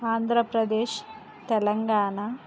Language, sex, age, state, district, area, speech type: Telugu, female, 45-60, Andhra Pradesh, Konaseema, rural, spontaneous